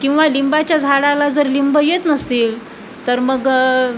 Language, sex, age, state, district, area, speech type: Marathi, female, 45-60, Maharashtra, Nanded, urban, spontaneous